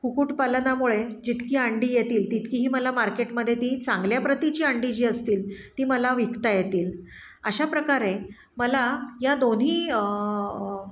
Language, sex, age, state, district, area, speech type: Marathi, female, 45-60, Maharashtra, Pune, urban, spontaneous